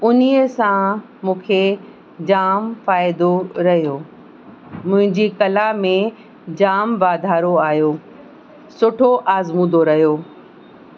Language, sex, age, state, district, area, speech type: Sindhi, female, 18-30, Uttar Pradesh, Lucknow, urban, spontaneous